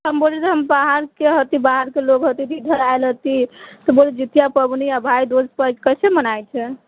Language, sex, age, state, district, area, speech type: Maithili, female, 18-30, Bihar, Sitamarhi, rural, conversation